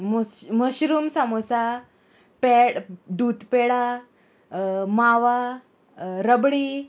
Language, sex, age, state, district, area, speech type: Goan Konkani, female, 18-30, Goa, Murmgao, rural, spontaneous